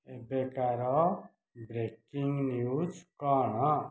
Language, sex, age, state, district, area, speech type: Odia, male, 45-60, Odisha, Dhenkanal, rural, read